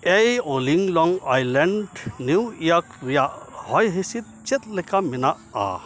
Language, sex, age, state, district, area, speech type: Santali, male, 60+, West Bengal, Dakshin Dinajpur, rural, read